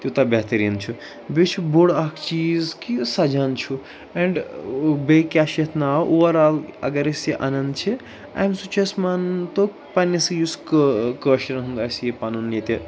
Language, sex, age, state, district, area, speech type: Kashmiri, male, 30-45, Jammu and Kashmir, Srinagar, urban, spontaneous